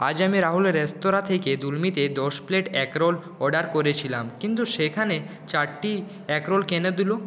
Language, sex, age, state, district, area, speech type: Bengali, male, 30-45, West Bengal, Purulia, urban, spontaneous